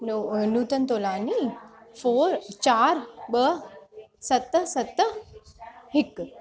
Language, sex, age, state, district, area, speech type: Sindhi, female, 45-60, Uttar Pradesh, Lucknow, rural, spontaneous